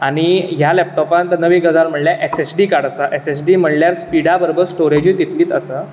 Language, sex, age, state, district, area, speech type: Goan Konkani, male, 18-30, Goa, Bardez, urban, spontaneous